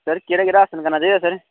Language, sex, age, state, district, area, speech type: Dogri, male, 30-45, Jammu and Kashmir, Udhampur, rural, conversation